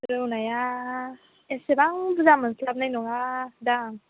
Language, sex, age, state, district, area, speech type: Bodo, female, 18-30, Assam, Baksa, rural, conversation